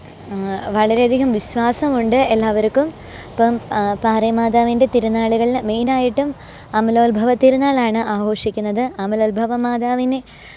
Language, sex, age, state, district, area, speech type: Malayalam, female, 18-30, Kerala, Pathanamthitta, rural, spontaneous